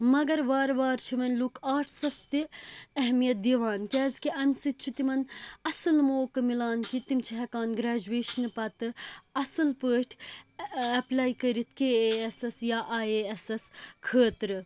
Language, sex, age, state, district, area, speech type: Kashmiri, female, 18-30, Jammu and Kashmir, Srinagar, rural, spontaneous